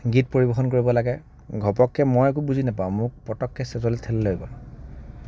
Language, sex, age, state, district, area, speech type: Assamese, male, 30-45, Assam, Kamrup Metropolitan, urban, spontaneous